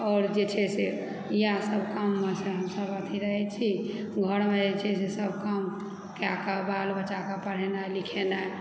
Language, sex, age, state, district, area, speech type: Maithili, female, 30-45, Bihar, Supaul, urban, spontaneous